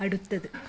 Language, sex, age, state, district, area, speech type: Malayalam, female, 30-45, Kerala, Kasaragod, rural, read